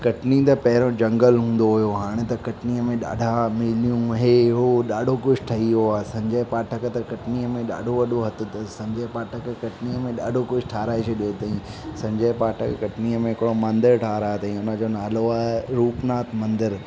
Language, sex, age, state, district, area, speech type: Sindhi, male, 18-30, Madhya Pradesh, Katni, rural, spontaneous